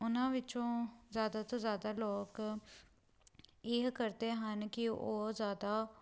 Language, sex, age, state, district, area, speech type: Punjabi, female, 18-30, Punjab, Pathankot, rural, spontaneous